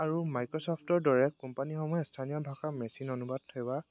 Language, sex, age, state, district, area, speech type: Assamese, male, 18-30, Assam, Dibrugarh, rural, spontaneous